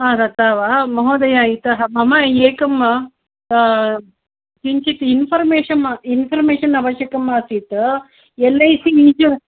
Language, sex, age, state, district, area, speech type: Sanskrit, female, 45-60, Karnataka, Hassan, rural, conversation